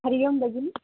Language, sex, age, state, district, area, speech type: Sanskrit, female, 18-30, Karnataka, Bangalore Rural, rural, conversation